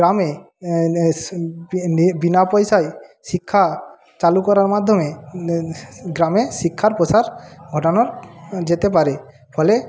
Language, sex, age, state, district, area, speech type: Bengali, male, 45-60, West Bengal, Jhargram, rural, spontaneous